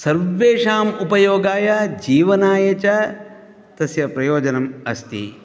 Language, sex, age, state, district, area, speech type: Sanskrit, male, 45-60, Karnataka, Shimoga, rural, spontaneous